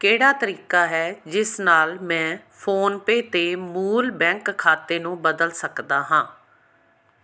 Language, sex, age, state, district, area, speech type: Punjabi, female, 45-60, Punjab, Amritsar, urban, read